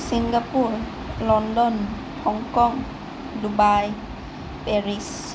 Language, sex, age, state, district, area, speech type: Assamese, female, 18-30, Assam, Sonitpur, rural, spontaneous